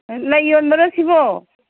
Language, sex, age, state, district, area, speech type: Manipuri, female, 60+, Manipur, Imphal East, rural, conversation